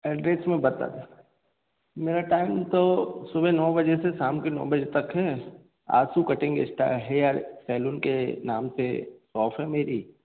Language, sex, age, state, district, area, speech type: Hindi, male, 45-60, Madhya Pradesh, Hoshangabad, rural, conversation